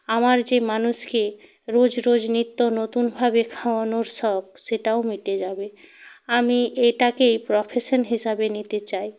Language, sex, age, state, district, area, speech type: Bengali, female, 45-60, West Bengal, Hooghly, rural, spontaneous